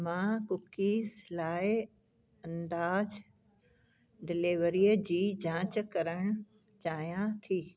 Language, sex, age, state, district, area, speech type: Sindhi, female, 60+, Uttar Pradesh, Lucknow, urban, read